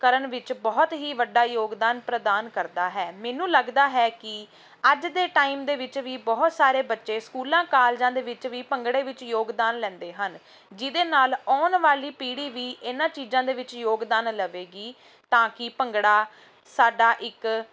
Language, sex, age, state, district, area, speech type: Punjabi, female, 18-30, Punjab, Ludhiana, urban, spontaneous